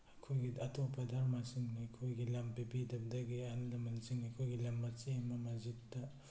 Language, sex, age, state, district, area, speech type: Manipuri, male, 18-30, Manipur, Tengnoupal, rural, spontaneous